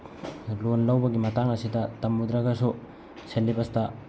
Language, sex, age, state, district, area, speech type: Manipuri, male, 18-30, Manipur, Bishnupur, rural, spontaneous